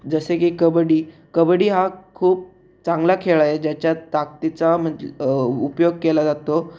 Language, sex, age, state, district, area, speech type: Marathi, male, 18-30, Maharashtra, Raigad, rural, spontaneous